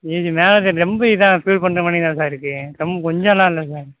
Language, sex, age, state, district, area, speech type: Tamil, male, 18-30, Tamil Nadu, Sivaganga, rural, conversation